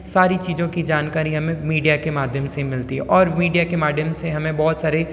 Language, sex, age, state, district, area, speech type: Hindi, female, 18-30, Rajasthan, Jodhpur, urban, spontaneous